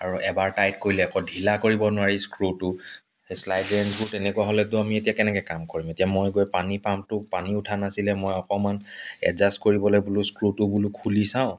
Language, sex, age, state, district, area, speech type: Assamese, male, 30-45, Assam, Dibrugarh, rural, spontaneous